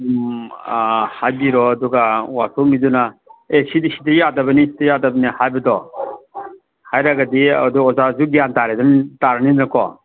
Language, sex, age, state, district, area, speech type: Manipuri, male, 45-60, Manipur, Kangpokpi, urban, conversation